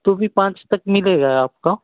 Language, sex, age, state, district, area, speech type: Hindi, male, 45-60, Uttar Pradesh, Ghazipur, rural, conversation